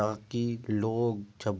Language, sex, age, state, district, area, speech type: Urdu, male, 30-45, Uttar Pradesh, Ghaziabad, urban, spontaneous